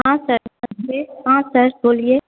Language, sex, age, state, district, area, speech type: Hindi, female, 18-30, Bihar, Begusarai, rural, conversation